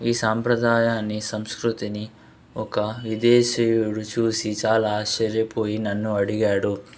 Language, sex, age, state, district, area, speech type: Telugu, male, 45-60, Andhra Pradesh, Chittoor, urban, spontaneous